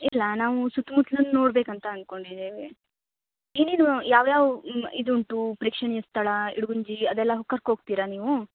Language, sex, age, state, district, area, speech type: Kannada, female, 30-45, Karnataka, Uttara Kannada, rural, conversation